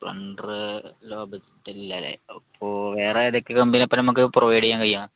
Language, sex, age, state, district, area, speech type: Malayalam, male, 18-30, Kerala, Malappuram, urban, conversation